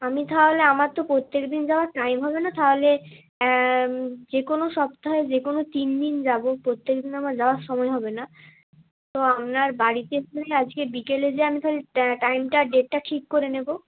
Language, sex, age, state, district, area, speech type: Bengali, female, 18-30, West Bengal, Bankura, urban, conversation